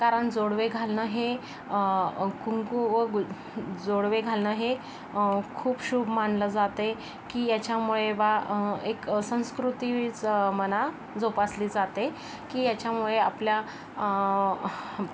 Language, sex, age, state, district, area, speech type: Marathi, female, 45-60, Maharashtra, Yavatmal, rural, spontaneous